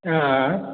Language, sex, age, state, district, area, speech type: Maithili, male, 60+, Bihar, Saharsa, urban, conversation